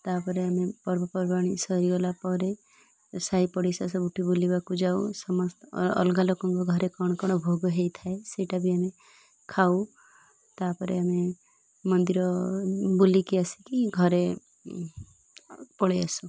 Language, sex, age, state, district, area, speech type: Odia, female, 30-45, Odisha, Malkangiri, urban, spontaneous